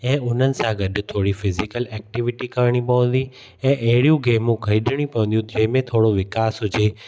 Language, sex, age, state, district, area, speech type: Sindhi, male, 30-45, Gujarat, Kutch, rural, spontaneous